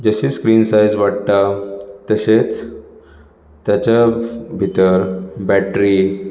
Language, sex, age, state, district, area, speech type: Goan Konkani, male, 30-45, Goa, Bardez, urban, spontaneous